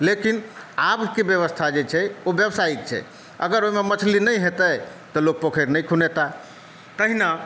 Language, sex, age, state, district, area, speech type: Maithili, male, 60+, Bihar, Saharsa, urban, spontaneous